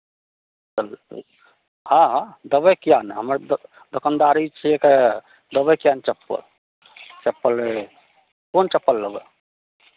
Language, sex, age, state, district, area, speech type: Maithili, male, 45-60, Bihar, Madhepura, rural, conversation